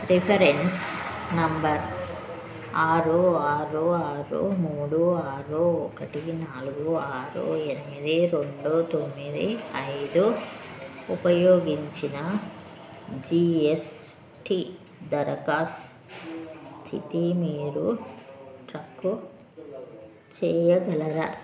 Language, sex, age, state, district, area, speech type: Telugu, female, 30-45, Telangana, Jagtial, rural, read